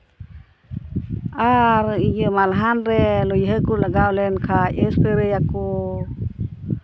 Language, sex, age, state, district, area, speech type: Santali, female, 60+, West Bengal, Purba Bardhaman, rural, spontaneous